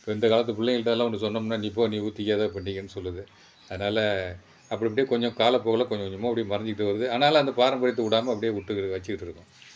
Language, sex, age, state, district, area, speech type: Tamil, male, 60+, Tamil Nadu, Thanjavur, rural, spontaneous